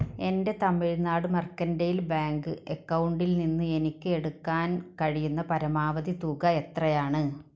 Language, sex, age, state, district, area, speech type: Malayalam, female, 45-60, Kerala, Malappuram, rural, read